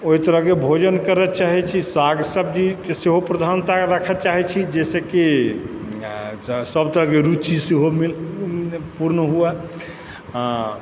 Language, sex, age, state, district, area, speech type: Maithili, male, 45-60, Bihar, Supaul, rural, spontaneous